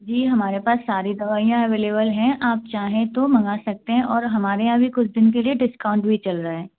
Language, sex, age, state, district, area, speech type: Hindi, female, 18-30, Madhya Pradesh, Gwalior, rural, conversation